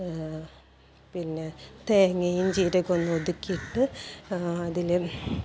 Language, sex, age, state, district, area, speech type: Malayalam, female, 45-60, Kerala, Kasaragod, rural, spontaneous